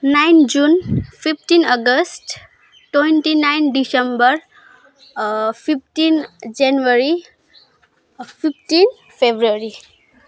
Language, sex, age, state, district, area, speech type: Nepali, female, 18-30, West Bengal, Alipurduar, urban, spontaneous